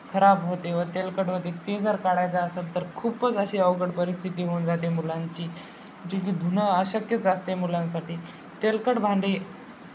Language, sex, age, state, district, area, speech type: Marathi, male, 18-30, Maharashtra, Nanded, rural, spontaneous